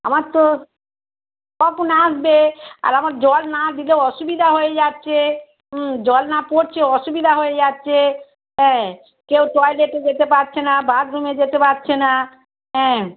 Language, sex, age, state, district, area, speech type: Bengali, female, 45-60, West Bengal, Darjeeling, rural, conversation